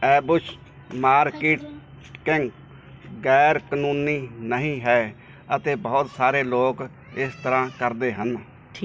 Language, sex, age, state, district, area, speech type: Punjabi, male, 45-60, Punjab, Mansa, urban, read